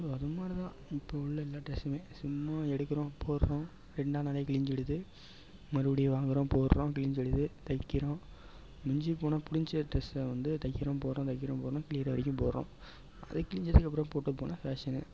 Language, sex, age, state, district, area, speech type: Tamil, male, 18-30, Tamil Nadu, Perambalur, urban, spontaneous